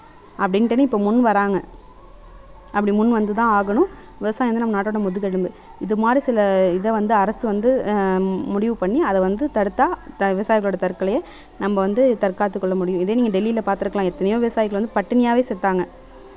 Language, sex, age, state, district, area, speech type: Tamil, female, 18-30, Tamil Nadu, Mayiladuthurai, rural, spontaneous